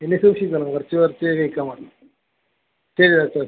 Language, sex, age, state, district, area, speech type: Malayalam, male, 18-30, Kerala, Kasaragod, rural, conversation